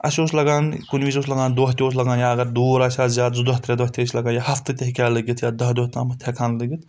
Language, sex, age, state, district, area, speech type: Kashmiri, male, 18-30, Jammu and Kashmir, Budgam, rural, spontaneous